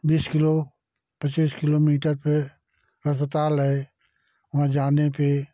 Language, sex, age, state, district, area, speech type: Hindi, male, 60+, Uttar Pradesh, Jaunpur, rural, spontaneous